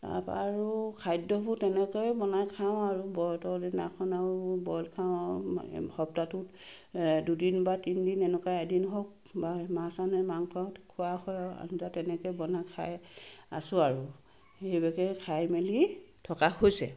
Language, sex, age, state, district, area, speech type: Assamese, female, 45-60, Assam, Sivasagar, rural, spontaneous